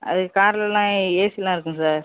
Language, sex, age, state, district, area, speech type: Tamil, male, 18-30, Tamil Nadu, Mayiladuthurai, urban, conversation